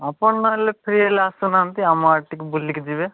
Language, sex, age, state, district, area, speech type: Odia, male, 18-30, Odisha, Nabarangpur, urban, conversation